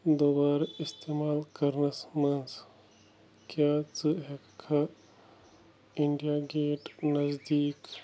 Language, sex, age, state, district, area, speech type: Kashmiri, male, 18-30, Jammu and Kashmir, Bandipora, rural, read